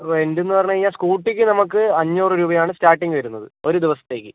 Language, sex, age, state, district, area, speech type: Malayalam, male, 45-60, Kerala, Kozhikode, urban, conversation